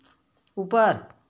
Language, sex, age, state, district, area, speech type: Hindi, female, 60+, Uttar Pradesh, Varanasi, rural, read